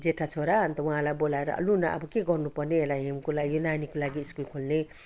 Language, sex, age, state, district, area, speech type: Nepali, female, 60+, West Bengal, Kalimpong, rural, spontaneous